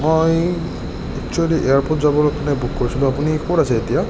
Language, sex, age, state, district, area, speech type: Assamese, male, 60+, Assam, Morigaon, rural, spontaneous